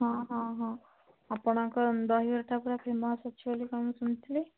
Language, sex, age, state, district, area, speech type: Odia, female, 18-30, Odisha, Bhadrak, rural, conversation